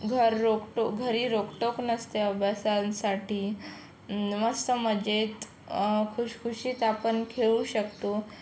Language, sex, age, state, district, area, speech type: Marathi, female, 18-30, Maharashtra, Yavatmal, rural, spontaneous